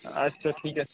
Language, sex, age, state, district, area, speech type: Bengali, male, 45-60, West Bengal, Birbhum, urban, conversation